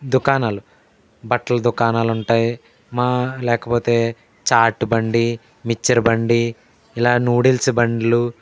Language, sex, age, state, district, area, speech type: Telugu, male, 18-30, Andhra Pradesh, Eluru, rural, spontaneous